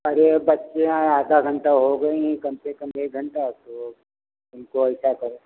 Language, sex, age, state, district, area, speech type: Hindi, male, 60+, Uttar Pradesh, Lucknow, urban, conversation